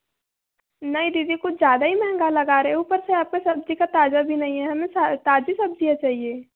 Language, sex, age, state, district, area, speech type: Hindi, female, 30-45, Madhya Pradesh, Balaghat, rural, conversation